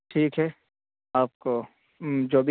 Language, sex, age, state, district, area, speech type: Urdu, male, 18-30, Uttar Pradesh, Saharanpur, urban, conversation